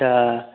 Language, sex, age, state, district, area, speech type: Maithili, male, 18-30, Bihar, Muzaffarpur, rural, conversation